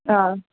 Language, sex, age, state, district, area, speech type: Tamil, female, 30-45, Tamil Nadu, Chennai, urban, conversation